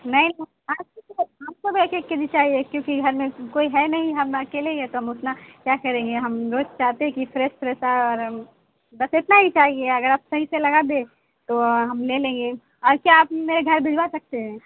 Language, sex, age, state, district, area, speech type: Urdu, female, 18-30, Bihar, Saharsa, rural, conversation